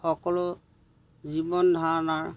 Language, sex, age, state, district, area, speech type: Assamese, male, 30-45, Assam, Majuli, urban, spontaneous